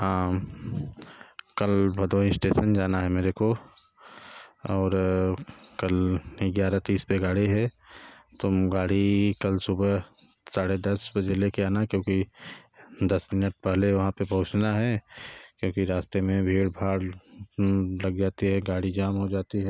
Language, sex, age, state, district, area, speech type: Hindi, male, 30-45, Uttar Pradesh, Bhadohi, rural, spontaneous